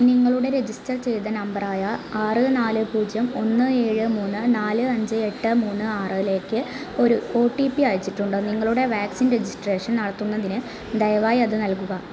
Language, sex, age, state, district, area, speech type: Malayalam, female, 30-45, Kerala, Malappuram, rural, read